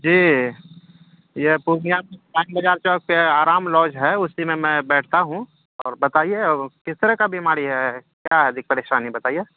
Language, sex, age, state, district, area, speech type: Urdu, male, 30-45, Bihar, Purnia, rural, conversation